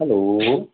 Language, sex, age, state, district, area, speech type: Nepali, male, 45-60, West Bengal, Kalimpong, rural, conversation